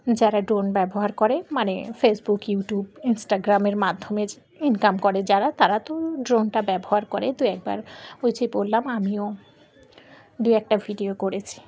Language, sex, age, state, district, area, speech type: Bengali, female, 18-30, West Bengal, Dakshin Dinajpur, urban, spontaneous